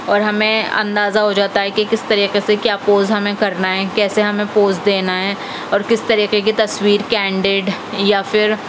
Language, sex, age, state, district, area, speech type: Urdu, female, 18-30, Delhi, South Delhi, urban, spontaneous